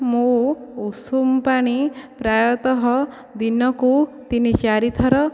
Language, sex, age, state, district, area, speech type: Odia, female, 18-30, Odisha, Dhenkanal, rural, spontaneous